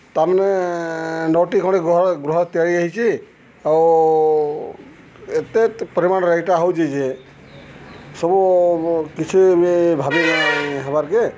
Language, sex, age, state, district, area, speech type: Odia, male, 45-60, Odisha, Subarnapur, urban, spontaneous